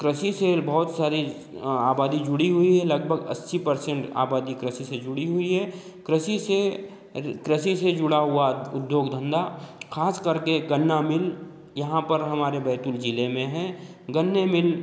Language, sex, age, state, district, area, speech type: Hindi, male, 30-45, Madhya Pradesh, Betul, rural, spontaneous